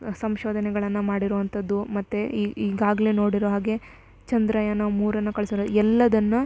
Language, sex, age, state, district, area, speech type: Kannada, female, 18-30, Karnataka, Shimoga, rural, spontaneous